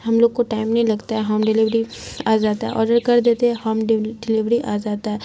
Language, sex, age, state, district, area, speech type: Urdu, female, 30-45, Bihar, Khagaria, rural, spontaneous